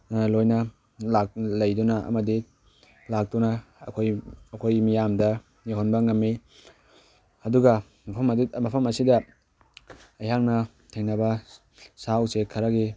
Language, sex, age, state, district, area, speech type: Manipuri, male, 18-30, Manipur, Tengnoupal, rural, spontaneous